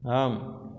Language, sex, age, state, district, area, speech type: Tamil, male, 45-60, Tamil Nadu, Krishnagiri, rural, read